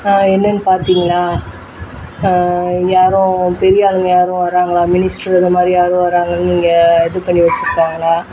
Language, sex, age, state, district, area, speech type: Tamil, female, 45-60, Tamil Nadu, Cuddalore, rural, spontaneous